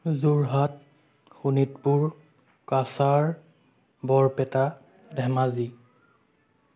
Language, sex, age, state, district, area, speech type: Assamese, male, 18-30, Assam, Sonitpur, rural, spontaneous